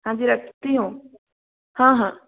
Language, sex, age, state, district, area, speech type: Hindi, female, 30-45, Rajasthan, Jodhpur, rural, conversation